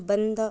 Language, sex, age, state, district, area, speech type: Marathi, female, 30-45, Maharashtra, Amravati, urban, read